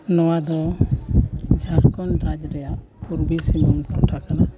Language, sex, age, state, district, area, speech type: Santali, male, 45-60, Jharkhand, East Singhbhum, rural, spontaneous